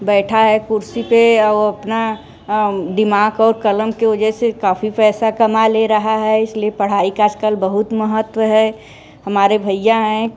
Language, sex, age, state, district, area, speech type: Hindi, female, 45-60, Uttar Pradesh, Mirzapur, rural, spontaneous